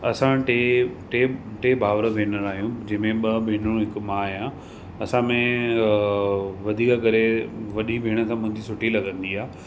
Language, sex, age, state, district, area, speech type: Sindhi, male, 30-45, Maharashtra, Thane, urban, spontaneous